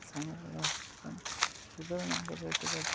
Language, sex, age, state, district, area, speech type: Kannada, male, 18-30, Karnataka, Udupi, rural, spontaneous